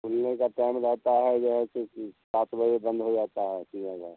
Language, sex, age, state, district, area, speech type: Hindi, male, 60+, Bihar, Samastipur, urban, conversation